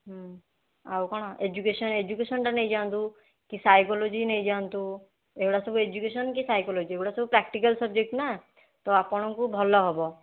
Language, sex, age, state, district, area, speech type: Odia, female, 18-30, Odisha, Khordha, rural, conversation